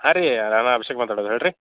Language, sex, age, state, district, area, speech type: Kannada, male, 18-30, Karnataka, Gulbarga, rural, conversation